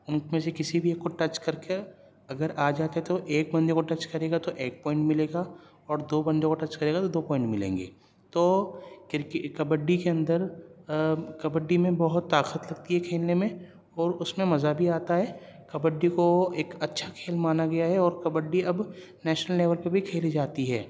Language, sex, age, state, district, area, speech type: Urdu, female, 30-45, Delhi, Central Delhi, urban, spontaneous